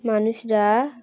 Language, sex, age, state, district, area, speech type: Bengali, female, 18-30, West Bengal, Dakshin Dinajpur, urban, spontaneous